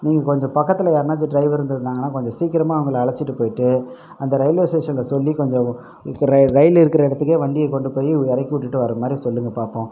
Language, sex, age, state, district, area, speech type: Tamil, male, 30-45, Tamil Nadu, Pudukkottai, rural, spontaneous